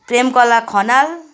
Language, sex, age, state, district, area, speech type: Nepali, female, 45-60, West Bengal, Kalimpong, rural, spontaneous